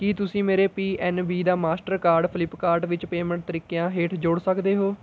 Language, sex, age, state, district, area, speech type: Punjabi, male, 18-30, Punjab, Mohali, rural, read